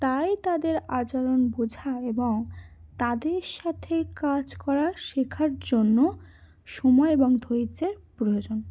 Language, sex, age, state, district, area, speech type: Bengali, female, 18-30, West Bengal, Cooch Behar, urban, spontaneous